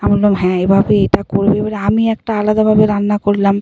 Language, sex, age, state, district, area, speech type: Bengali, female, 45-60, West Bengal, Nadia, rural, spontaneous